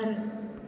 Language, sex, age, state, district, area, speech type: Sindhi, female, 18-30, Gujarat, Junagadh, urban, read